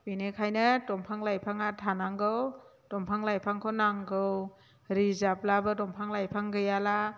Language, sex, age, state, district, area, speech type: Bodo, female, 45-60, Assam, Chirang, rural, spontaneous